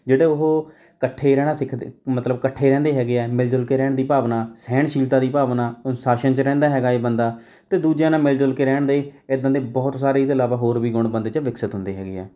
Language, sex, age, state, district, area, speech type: Punjabi, male, 18-30, Punjab, Rupnagar, rural, spontaneous